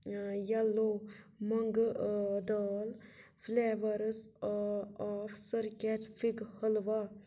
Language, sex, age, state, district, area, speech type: Kashmiri, female, 30-45, Jammu and Kashmir, Budgam, rural, read